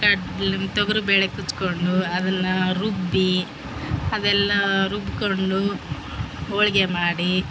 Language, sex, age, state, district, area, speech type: Kannada, female, 30-45, Karnataka, Vijayanagara, rural, spontaneous